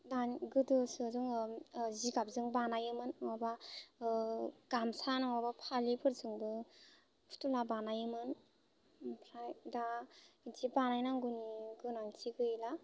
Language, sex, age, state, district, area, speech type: Bodo, female, 18-30, Assam, Baksa, rural, spontaneous